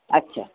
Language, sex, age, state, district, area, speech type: Dogri, female, 45-60, Jammu and Kashmir, Reasi, urban, conversation